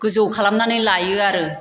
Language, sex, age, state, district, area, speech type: Bodo, female, 45-60, Assam, Chirang, rural, spontaneous